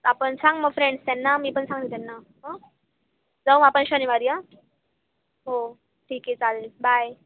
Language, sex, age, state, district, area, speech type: Marathi, female, 18-30, Maharashtra, Nashik, urban, conversation